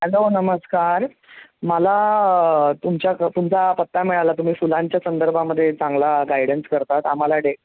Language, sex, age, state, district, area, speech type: Marathi, female, 30-45, Maharashtra, Mumbai Suburban, urban, conversation